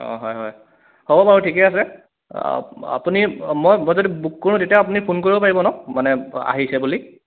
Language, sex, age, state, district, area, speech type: Assamese, male, 18-30, Assam, Sonitpur, rural, conversation